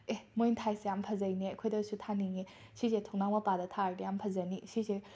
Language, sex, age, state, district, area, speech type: Manipuri, female, 18-30, Manipur, Imphal West, urban, spontaneous